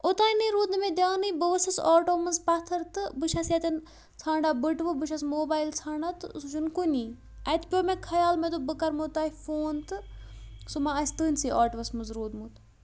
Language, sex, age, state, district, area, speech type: Kashmiri, male, 18-30, Jammu and Kashmir, Bandipora, rural, spontaneous